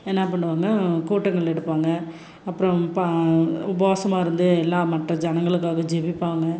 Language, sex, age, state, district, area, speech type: Tamil, female, 30-45, Tamil Nadu, Salem, rural, spontaneous